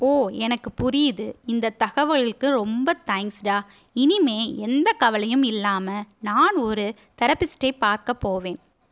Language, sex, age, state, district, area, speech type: Tamil, female, 30-45, Tamil Nadu, Madurai, urban, read